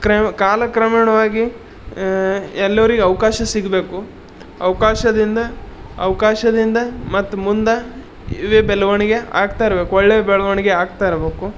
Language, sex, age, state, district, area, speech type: Kannada, male, 30-45, Karnataka, Bidar, urban, spontaneous